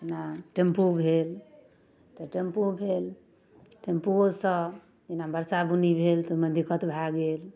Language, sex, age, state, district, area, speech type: Maithili, female, 30-45, Bihar, Darbhanga, rural, spontaneous